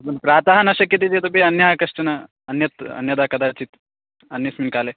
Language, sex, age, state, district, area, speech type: Sanskrit, male, 18-30, Karnataka, Belgaum, rural, conversation